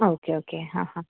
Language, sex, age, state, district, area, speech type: Malayalam, female, 18-30, Kerala, Thiruvananthapuram, rural, conversation